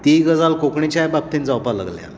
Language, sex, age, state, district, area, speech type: Goan Konkani, male, 45-60, Goa, Tiswadi, rural, spontaneous